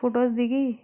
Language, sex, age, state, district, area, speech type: Telugu, female, 60+, Andhra Pradesh, Vizianagaram, rural, spontaneous